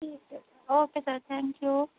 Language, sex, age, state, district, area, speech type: Punjabi, female, 30-45, Punjab, Gurdaspur, rural, conversation